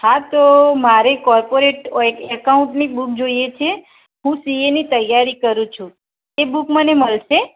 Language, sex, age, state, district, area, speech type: Gujarati, female, 45-60, Gujarat, Mehsana, rural, conversation